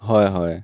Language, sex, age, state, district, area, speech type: Assamese, male, 18-30, Assam, Biswanath, rural, spontaneous